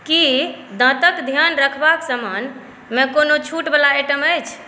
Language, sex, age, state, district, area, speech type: Maithili, female, 45-60, Bihar, Saharsa, urban, read